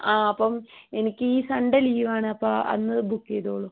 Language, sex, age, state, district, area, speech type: Malayalam, female, 30-45, Kerala, Wayanad, rural, conversation